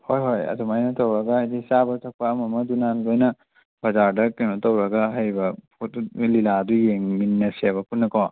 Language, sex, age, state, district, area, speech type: Manipuri, male, 30-45, Manipur, Churachandpur, rural, conversation